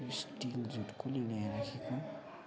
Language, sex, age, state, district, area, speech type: Nepali, male, 60+, West Bengal, Kalimpong, rural, spontaneous